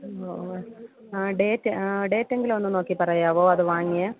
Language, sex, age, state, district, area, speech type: Malayalam, female, 30-45, Kerala, Thiruvananthapuram, urban, conversation